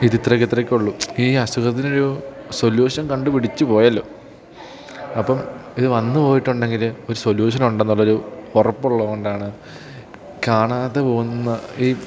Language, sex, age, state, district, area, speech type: Malayalam, male, 18-30, Kerala, Idukki, rural, spontaneous